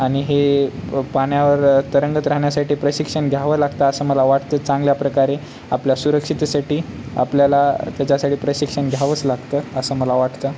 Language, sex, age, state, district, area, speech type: Marathi, male, 18-30, Maharashtra, Nanded, urban, spontaneous